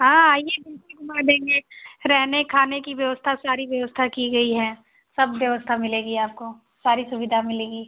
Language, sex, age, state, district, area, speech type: Hindi, female, 18-30, Uttar Pradesh, Ghazipur, urban, conversation